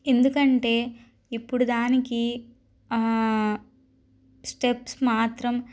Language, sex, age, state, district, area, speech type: Telugu, female, 30-45, Andhra Pradesh, Guntur, urban, spontaneous